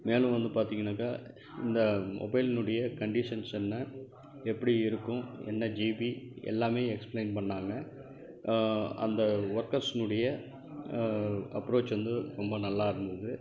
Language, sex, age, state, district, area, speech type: Tamil, male, 45-60, Tamil Nadu, Krishnagiri, rural, spontaneous